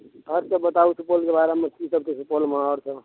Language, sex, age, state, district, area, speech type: Maithili, male, 18-30, Bihar, Supaul, urban, conversation